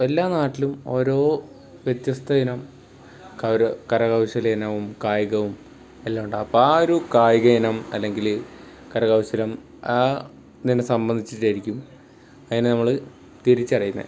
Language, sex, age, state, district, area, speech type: Malayalam, male, 18-30, Kerala, Wayanad, rural, spontaneous